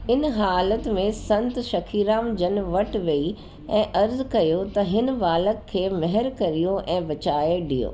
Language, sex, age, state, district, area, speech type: Sindhi, female, 45-60, Delhi, South Delhi, urban, spontaneous